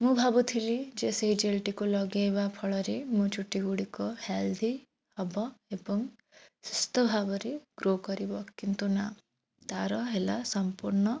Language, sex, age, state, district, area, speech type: Odia, female, 18-30, Odisha, Jajpur, rural, spontaneous